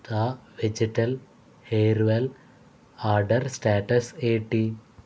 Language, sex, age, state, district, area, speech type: Telugu, male, 60+, Andhra Pradesh, Konaseema, rural, read